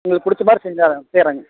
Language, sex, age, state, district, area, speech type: Tamil, male, 60+, Tamil Nadu, Madurai, rural, conversation